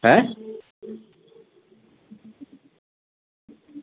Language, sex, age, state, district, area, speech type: Bengali, male, 18-30, West Bengal, Malda, rural, conversation